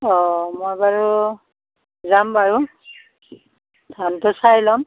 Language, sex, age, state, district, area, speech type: Assamese, female, 45-60, Assam, Darrang, rural, conversation